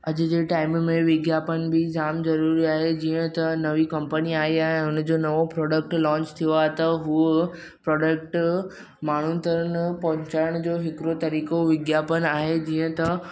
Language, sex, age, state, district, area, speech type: Sindhi, male, 18-30, Maharashtra, Mumbai Suburban, urban, spontaneous